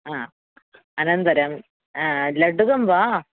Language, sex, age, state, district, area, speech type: Sanskrit, female, 45-60, Kerala, Thiruvananthapuram, urban, conversation